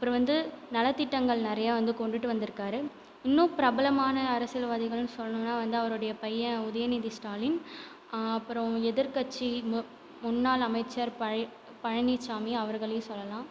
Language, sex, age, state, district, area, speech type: Tamil, female, 18-30, Tamil Nadu, Viluppuram, urban, spontaneous